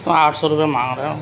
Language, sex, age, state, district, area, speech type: Urdu, male, 30-45, Uttar Pradesh, Gautam Buddha Nagar, urban, spontaneous